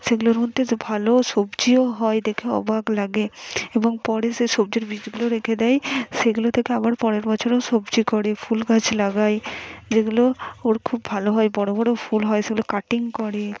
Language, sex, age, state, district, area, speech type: Bengali, female, 30-45, West Bengal, Purba Bardhaman, urban, spontaneous